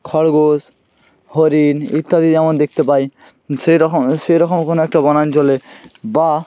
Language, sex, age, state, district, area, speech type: Bengali, male, 45-60, West Bengal, Purba Medinipur, rural, spontaneous